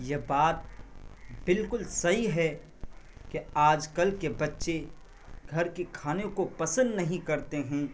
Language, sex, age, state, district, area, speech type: Urdu, male, 18-30, Bihar, Purnia, rural, spontaneous